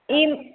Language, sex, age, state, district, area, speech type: Malayalam, female, 30-45, Kerala, Idukki, rural, conversation